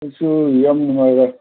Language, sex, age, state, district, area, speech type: Manipuri, male, 18-30, Manipur, Senapati, rural, conversation